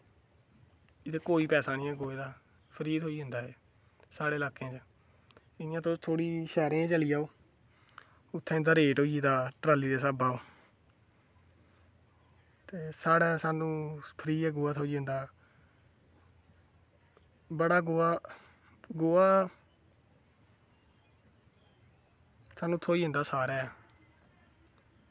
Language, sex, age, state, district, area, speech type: Dogri, male, 18-30, Jammu and Kashmir, Kathua, rural, spontaneous